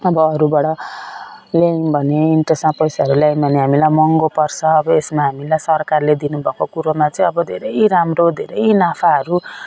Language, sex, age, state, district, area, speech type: Nepali, female, 45-60, West Bengal, Jalpaiguri, urban, spontaneous